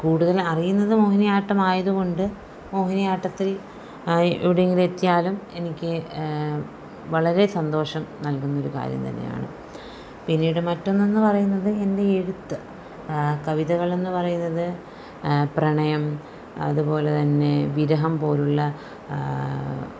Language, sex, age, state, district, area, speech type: Malayalam, female, 45-60, Kerala, Palakkad, rural, spontaneous